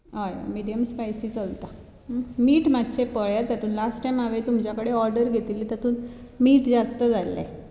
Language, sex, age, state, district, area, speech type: Goan Konkani, female, 45-60, Goa, Bardez, urban, spontaneous